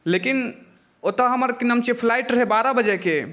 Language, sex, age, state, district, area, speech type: Maithili, male, 18-30, Bihar, Saharsa, urban, spontaneous